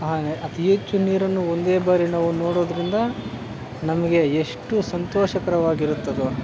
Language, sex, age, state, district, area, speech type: Kannada, male, 60+, Karnataka, Kodagu, rural, spontaneous